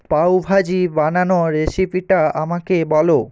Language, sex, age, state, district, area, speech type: Bengali, male, 45-60, West Bengal, Jhargram, rural, read